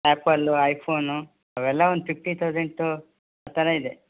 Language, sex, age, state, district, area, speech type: Kannada, male, 60+, Karnataka, Shimoga, rural, conversation